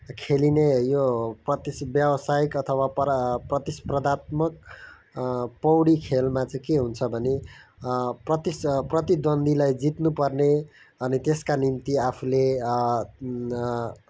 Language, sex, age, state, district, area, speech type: Nepali, male, 18-30, West Bengal, Kalimpong, rural, spontaneous